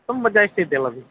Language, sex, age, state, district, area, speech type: Kannada, male, 45-60, Karnataka, Dakshina Kannada, urban, conversation